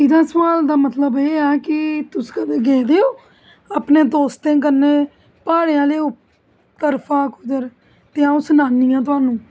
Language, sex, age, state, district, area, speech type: Dogri, female, 30-45, Jammu and Kashmir, Jammu, urban, spontaneous